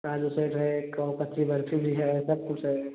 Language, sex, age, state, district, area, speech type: Hindi, male, 30-45, Uttar Pradesh, Prayagraj, rural, conversation